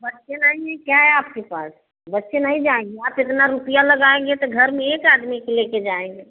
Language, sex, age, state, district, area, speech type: Hindi, female, 60+, Uttar Pradesh, Prayagraj, rural, conversation